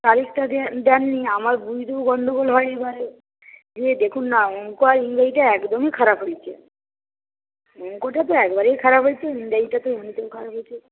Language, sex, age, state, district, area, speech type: Bengali, female, 45-60, West Bengal, Purba Medinipur, rural, conversation